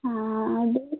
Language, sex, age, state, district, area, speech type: Kannada, female, 18-30, Karnataka, Davanagere, rural, conversation